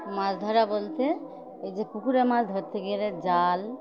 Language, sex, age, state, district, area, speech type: Bengali, female, 60+, West Bengal, Birbhum, urban, spontaneous